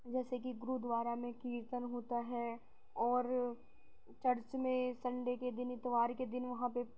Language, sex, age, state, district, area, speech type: Urdu, female, 18-30, Uttar Pradesh, Gautam Buddha Nagar, rural, spontaneous